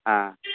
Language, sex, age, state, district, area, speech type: Tamil, male, 45-60, Tamil Nadu, Mayiladuthurai, rural, conversation